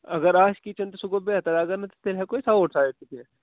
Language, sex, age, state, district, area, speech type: Kashmiri, male, 45-60, Jammu and Kashmir, Budgam, urban, conversation